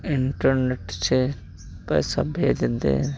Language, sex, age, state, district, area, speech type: Hindi, male, 30-45, Uttar Pradesh, Hardoi, rural, spontaneous